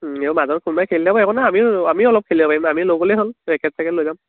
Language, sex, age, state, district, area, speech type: Assamese, male, 18-30, Assam, Lakhimpur, urban, conversation